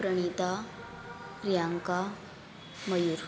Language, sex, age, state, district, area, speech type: Marathi, female, 18-30, Maharashtra, Mumbai Suburban, urban, spontaneous